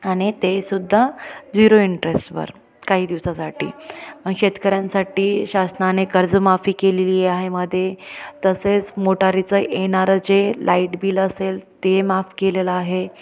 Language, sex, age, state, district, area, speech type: Marathi, female, 30-45, Maharashtra, Ahmednagar, urban, spontaneous